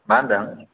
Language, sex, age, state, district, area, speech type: Bodo, male, 18-30, Assam, Kokrajhar, rural, conversation